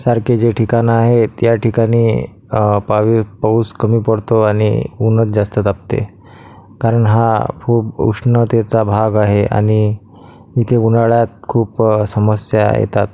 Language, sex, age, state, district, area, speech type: Marathi, male, 30-45, Maharashtra, Akola, urban, spontaneous